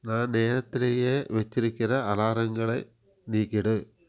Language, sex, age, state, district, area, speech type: Tamil, male, 45-60, Tamil Nadu, Coimbatore, rural, read